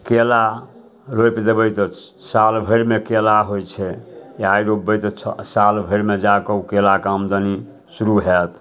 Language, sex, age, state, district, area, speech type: Maithili, male, 60+, Bihar, Samastipur, urban, spontaneous